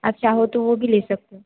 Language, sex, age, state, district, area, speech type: Hindi, female, 18-30, Madhya Pradesh, Betul, rural, conversation